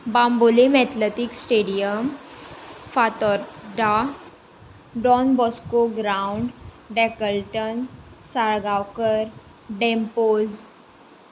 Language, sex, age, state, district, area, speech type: Goan Konkani, female, 18-30, Goa, Tiswadi, rural, spontaneous